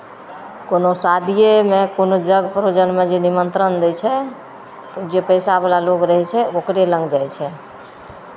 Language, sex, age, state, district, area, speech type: Maithili, female, 45-60, Bihar, Madhepura, rural, spontaneous